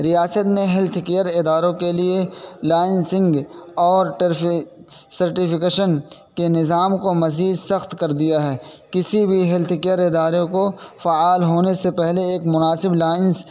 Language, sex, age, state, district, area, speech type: Urdu, male, 18-30, Uttar Pradesh, Saharanpur, urban, spontaneous